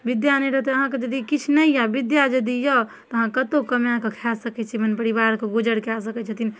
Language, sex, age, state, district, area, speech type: Maithili, female, 18-30, Bihar, Darbhanga, rural, spontaneous